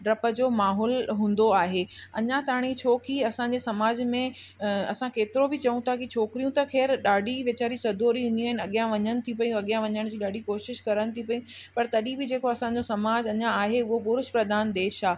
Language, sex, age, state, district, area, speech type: Sindhi, female, 45-60, Rajasthan, Ajmer, urban, spontaneous